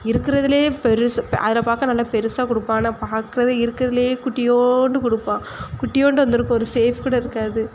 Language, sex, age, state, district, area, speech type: Tamil, female, 18-30, Tamil Nadu, Thoothukudi, rural, spontaneous